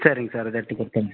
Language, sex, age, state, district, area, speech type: Tamil, male, 30-45, Tamil Nadu, Pudukkottai, rural, conversation